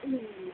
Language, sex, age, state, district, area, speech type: Kannada, female, 30-45, Karnataka, Bellary, rural, conversation